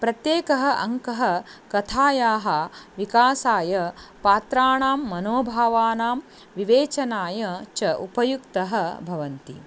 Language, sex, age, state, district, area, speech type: Sanskrit, female, 45-60, Karnataka, Dharwad, urban, spontaneous